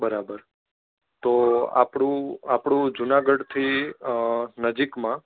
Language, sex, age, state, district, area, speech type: Gujarati, male, 18-30, Gujarat, Junagadh, urban, conversation